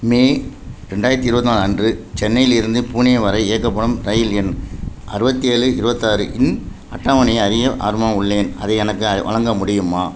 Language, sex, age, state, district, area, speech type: Tamil, male, 45-60, Tamil Nadu, Thanjavur, urban, read